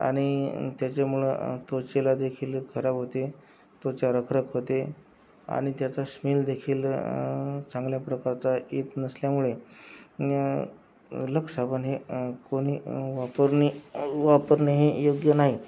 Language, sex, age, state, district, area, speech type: Marathi, male, 18-30, Maharashtra, Akola, rural, spontaneous